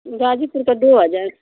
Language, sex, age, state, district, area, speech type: Hindi, female, 30-45, Uttar Pradesh, Ghazipur, rural, conversation